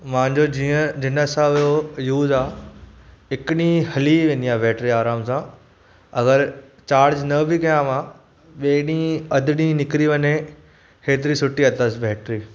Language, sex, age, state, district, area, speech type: Sindhi, male, 18-30, Maharashtra, Thane, urban, spontaneous